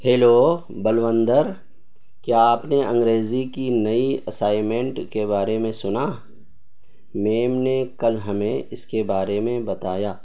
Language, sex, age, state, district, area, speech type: Urdu, male, 30-45, Bihar, Purnia, rural, read